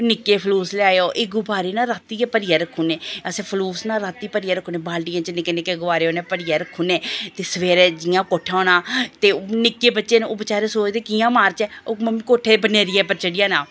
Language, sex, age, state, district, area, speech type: Dogri, female, 45-60, Jammu and Kashmir, Reasi, urban, spontaneous